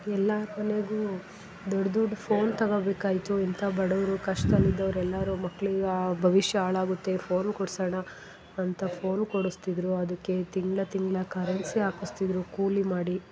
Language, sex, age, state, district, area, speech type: Kannada, female, 30-45, Karnataka, Hassan, urban, spontaneous